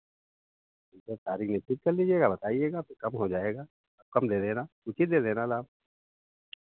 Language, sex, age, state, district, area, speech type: Hindi, male, 60+, Uttar Pradesh, Sitapur, rural, conversation